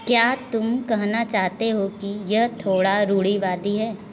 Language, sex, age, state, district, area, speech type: Hindi, female, 30-45, Uttar Pradesh, Azamgarh, rural, read